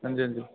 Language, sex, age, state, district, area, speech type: Dogri, male, 18-30, Jammu and Kashmir, Udhampur, rural, conversation